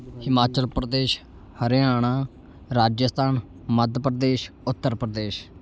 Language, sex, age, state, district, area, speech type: Punjabi, male, 18-30, Punjab, Shaheed Bhagat Singh Nagar, rural, spontaneous